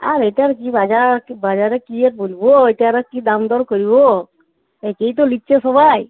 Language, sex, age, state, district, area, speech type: Bengali, female, 45-60, West Bengal, Uttar Dinajpur, urban, conversation